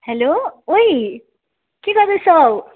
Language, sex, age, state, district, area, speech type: Nepali, female, 30-45, West Bengal, Jalpaiguri, urban, conversation